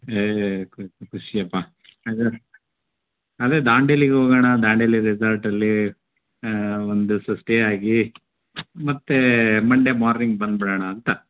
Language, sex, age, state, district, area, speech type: Kannada, male, 45-60, Karnataka, Koppal, rural, conversation